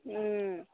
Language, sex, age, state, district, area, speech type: Manipuri, female, 18-30, Manipur, Kangpokpi, urban, conversation